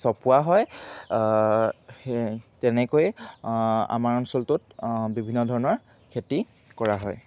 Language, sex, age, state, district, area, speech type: Assamese, male, 18-30, Assam, Jorhat, urban, spontaneous